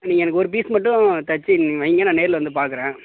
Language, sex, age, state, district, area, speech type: Tamil, male, 60+, Tamil Nadu, Mayiladuthurai, rural, conversation